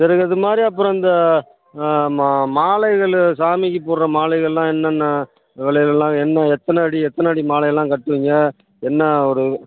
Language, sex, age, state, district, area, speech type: Tamil, male, 60+, Tamil Nadu, Pudukkottai, rural, conversation